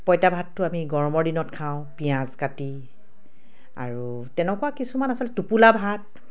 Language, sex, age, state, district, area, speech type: Assamese, female, 45-60, Assam, Dibrugarh, rural, spontaneous